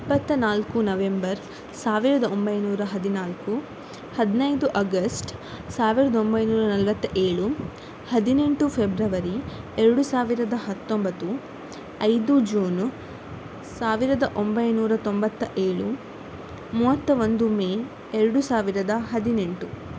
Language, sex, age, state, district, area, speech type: Kannada, female, 18-30, Karnataka, Udupi, rural, spontaneous